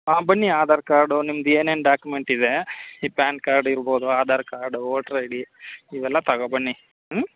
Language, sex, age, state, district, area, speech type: Kannada, male, 30-45, Karnataka, Chamarajanagar, rural, conversation